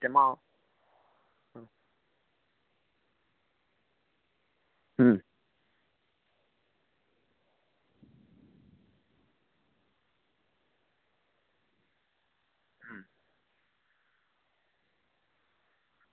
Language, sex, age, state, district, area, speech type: Gujarati, male, 18-30, Gujarat, Anand, rural, conversation